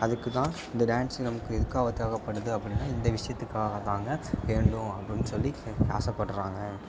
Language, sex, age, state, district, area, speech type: Tamil, male, 18-30, Tamil Nadu, Tiruppur, rural, spontaneous